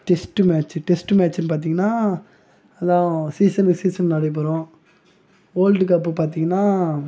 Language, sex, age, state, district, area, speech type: Tamil, male, 18-30, Tamil Nadu, Tiruvannamalai, rural, spontaneous